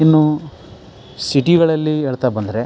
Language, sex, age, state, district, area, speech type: Kannada, male, 30-45, Karnataka, Koppal, rural, spontaneous